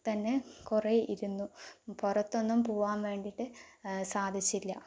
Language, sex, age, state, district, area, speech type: Malayalam, female, 18-30, Kerala, Palakkad, urban, spontaneous